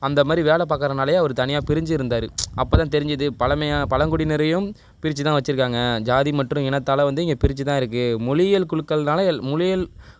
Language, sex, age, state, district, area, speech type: Tamil, male, 18-30, Tamil Nadu, Nagapattinam, rural, spontaneous